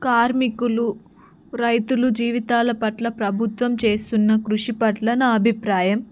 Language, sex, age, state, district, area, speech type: Telugu, female, 18-30, Telangana, Narayanpet, rural, spontaneous